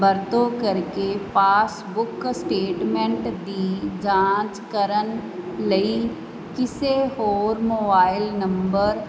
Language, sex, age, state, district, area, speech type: Punjabi, female, 30-45, Punjab, Mansa, urban, read